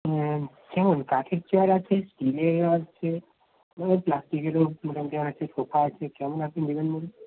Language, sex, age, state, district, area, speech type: Bengali, male, 18-30, West Bengal, Darjeeling, rural, conversation